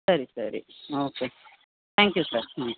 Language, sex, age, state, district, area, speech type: Kannada, female, 30-45, Karnataka, Bellary, rural, conversation